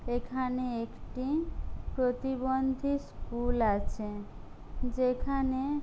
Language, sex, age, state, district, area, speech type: Bengali, female, 30-45, West Bengal, Jhargram, rural, spontaneous